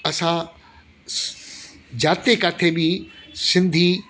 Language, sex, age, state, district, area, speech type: Sindhi, male, 60+, Delhi, South Delhi, urban, spontaneous